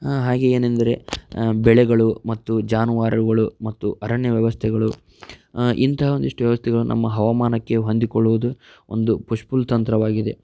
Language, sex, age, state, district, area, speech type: Kannada, male, 30-45, Karnataka, Tumkur, urban, spontaneous